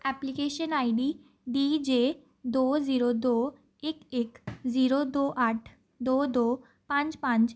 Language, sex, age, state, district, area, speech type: Punjabi, female, 18-30, Punjab, Amritsar, urban, read